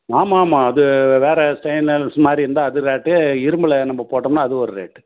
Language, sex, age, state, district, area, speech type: Tamil, male, 60+, Tamil Nadu, Tiruvannamalai, urban, conversation